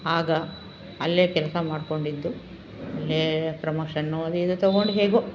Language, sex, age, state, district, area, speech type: Kannada, female, 60+, Karnataka, Chamarajanagar, urban, spontaneous